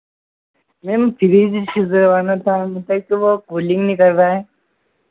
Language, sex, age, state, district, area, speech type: Hindi, male, 18-30, Madhya Pradesh, Harda, urban, conversation